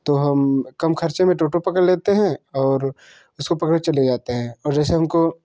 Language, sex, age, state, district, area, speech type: Hindi, male, 18-30, Uttar Pradesh, Jaunpur, urban, spontaneous